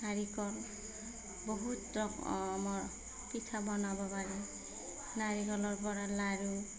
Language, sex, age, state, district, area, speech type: Assamese, female, 45-60, Assam, Darrang, rural, spontaneous